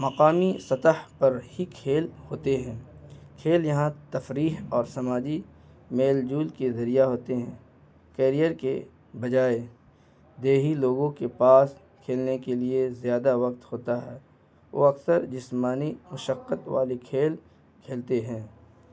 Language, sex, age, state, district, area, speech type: Urdu, male, 18-30, Bihar, Gaya, urban, spontaneous